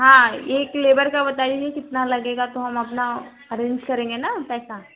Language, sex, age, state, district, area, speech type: Hindi, female, 18-30, Uttar Pradesh, Azamgarh, rural, conversation